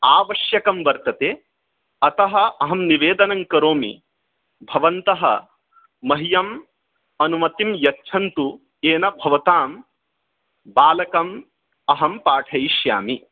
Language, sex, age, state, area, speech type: Sanskrit, male, 30-45, Bihar, rural, conversation